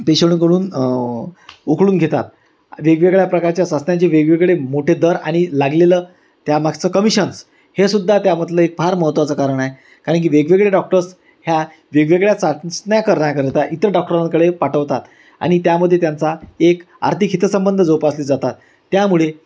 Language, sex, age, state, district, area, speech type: Marathi, male, 30-45, Maharashtra, Amravati, rural, spontaneous